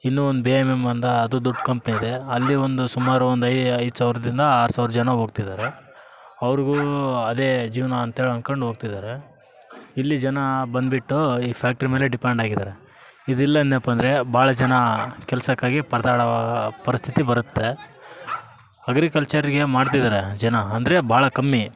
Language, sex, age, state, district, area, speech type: Kannada, male, 18-30, Karnataka, Vijayanagara, rural, spontaneous